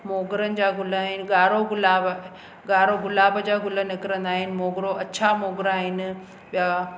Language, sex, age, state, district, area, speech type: Sindhi, female, 45-60, Maharashtra, Pune, urban, spontaneous